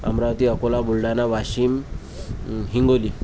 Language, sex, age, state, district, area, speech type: Marathi, male, 30-45, Maharashtra, Amravati, rural, spontaneous